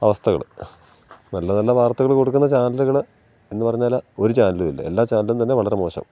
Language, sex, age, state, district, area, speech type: Malayalam, male, 45-60, Kerala, Idukki, rural, spontaneous